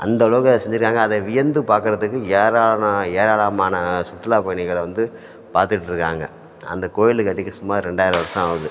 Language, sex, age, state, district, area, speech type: Tamil, male, 30-45, Tamil Nadu, Thanjavur, rural, spontaneous